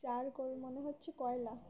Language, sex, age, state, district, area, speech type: Bengali, female, 18-30, West Bengal, Uttar Dinajpur, urban, spontaneous